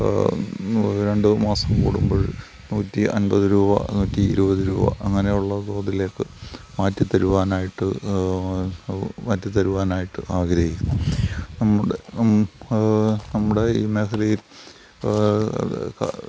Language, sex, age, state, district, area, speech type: Malayalam, male, 60+, Kerala, Thiruvananthapuram, rural, spontaneous